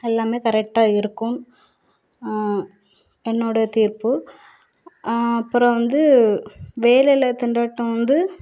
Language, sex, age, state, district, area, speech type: Tamil, female, 30-45, Tamil Nadu, Thoothukudi, urban, spontaneous